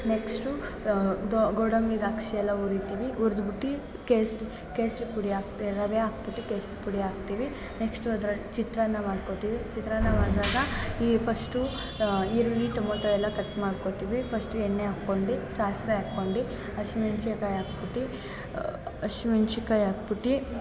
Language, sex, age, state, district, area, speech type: Kannada, female, 18-30, Karnataka, Mysore, urban, spontaneous